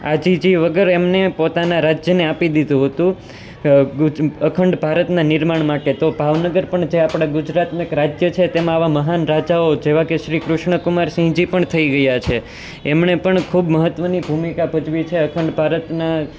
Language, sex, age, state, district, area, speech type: Gujarati, male, 18-30, Gujarat, Surat, urban, spontaneous